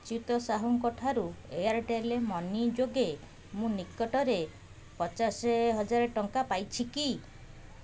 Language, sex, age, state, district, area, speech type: Odia, female, 45-60, Odisha, Puri, urban, read